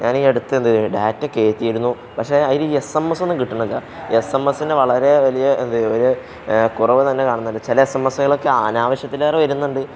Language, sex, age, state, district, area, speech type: Malayalam, male, 18-30, Kerala, Palakkad, rural, spontaneous